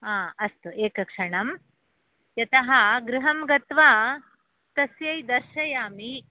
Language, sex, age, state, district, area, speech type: Sanskrit, female, 60+, Karnataka, Bangalore Urban, urban, conversation